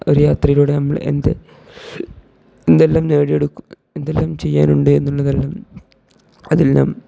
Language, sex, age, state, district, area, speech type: Malayalam, male, 18-30, Kerala, Kozhikode, rural, spontaneous